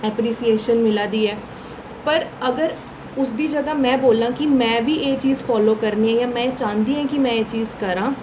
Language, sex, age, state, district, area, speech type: Dogri, female, 18-30, Jammu and Kashmir, Reasi, urban, spontaneous